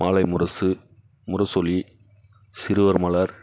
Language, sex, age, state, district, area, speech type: Tamil, male, 30-45, Tamil Nadu, Kallakurichi, rural, spontaneous